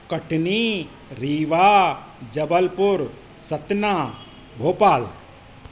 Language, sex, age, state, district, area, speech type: Sindhi, male, 45-60, Madhya Pradesh, Katni, urban, spontaneous